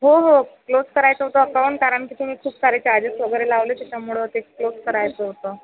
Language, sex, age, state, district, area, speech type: Marathi, female, 30-45, Maharashtra, Akola, urban, conversation